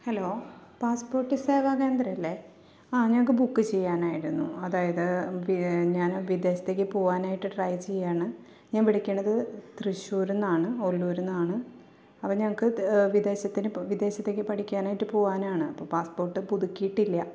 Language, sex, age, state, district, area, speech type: Malayalam, female, 30-45, Kerala, Thrissur, urban, spontaneous